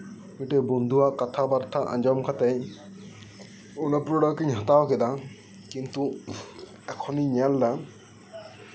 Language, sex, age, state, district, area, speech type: Santali, male, 30-45, West Bengal, Birbhum, rural, spontaneous